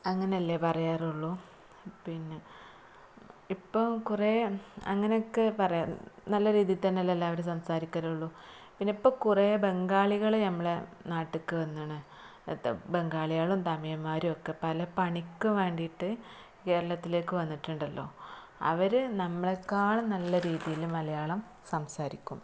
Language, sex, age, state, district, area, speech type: Malayalam, female, 30-45, Kerala, Malappuram, rural, spontaneous